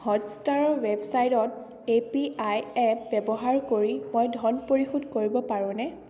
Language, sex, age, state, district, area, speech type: Assamese, female, 18-30, Assam, Biswanath, rural, read